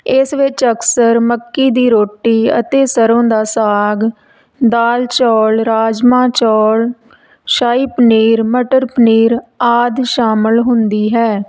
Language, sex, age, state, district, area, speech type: Punjabi, female, 30-45, Punjab, Tarn Taran, rural, spontaneous